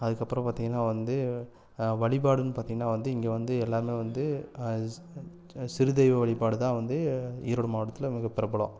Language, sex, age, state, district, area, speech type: Tamil, male, 30-45, Tamil Nadu, Erode, rural, spontaneous